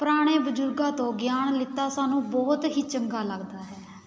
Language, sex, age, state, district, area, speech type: Punjabi, female, 18-30, Punjab, Patiala, urban, spontaneous